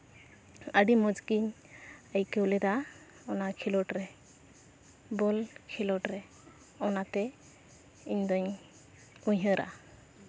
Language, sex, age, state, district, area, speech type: Santali, female, 18-30, West Bengal, Uttar Dinajpur, rural, spontaneous